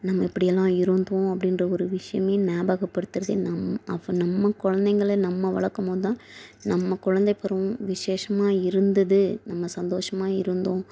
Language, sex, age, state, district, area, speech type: Tamil, female, 18-30, Tamil Nadu, Dharmapuri, rural, spontaneous